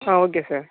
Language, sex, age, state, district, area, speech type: Tamil, male, 18-30, Tamil Nadu, Tiruvannamalai, rural, conversation